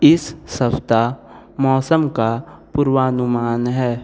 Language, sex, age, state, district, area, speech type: Hindi, male, 18-30, Uttar Pradesh, Sonbhadra, rural, read